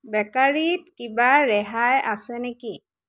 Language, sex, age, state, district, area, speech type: Assamese, female, 30-45, Assam, Dhemaji, rural, read